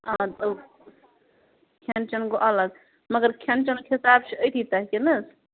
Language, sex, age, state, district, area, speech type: Kashmiri, female, 30-45, Jammu and Kashmir, Bandipora, rural, conversation